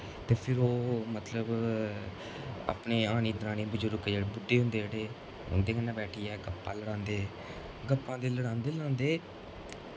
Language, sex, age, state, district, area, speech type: Dogri, male, 18-30, Jammu and Kashmir, Kathua, rural, spontaneous